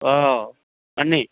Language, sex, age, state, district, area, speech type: Telugu, male, 60+, Andhra Pradesh, Guntur, urban, conversation